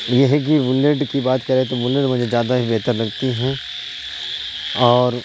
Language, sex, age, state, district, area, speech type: Urdu, male, 30-45, Bihar, Supaul, urban, spontaneous